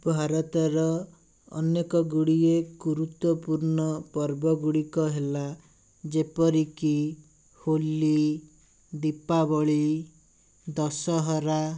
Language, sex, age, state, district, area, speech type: Odia, male, 18-30, Odisha, Bhadrak, rural, spontaneous